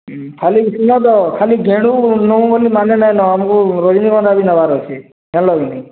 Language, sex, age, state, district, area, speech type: Odia, male, 30-45, Odisha, Boudh, rural, conversation